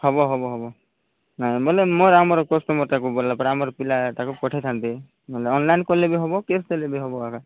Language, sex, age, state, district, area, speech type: Odia, male, 30-45, Odisha, Koraput, urban, conversation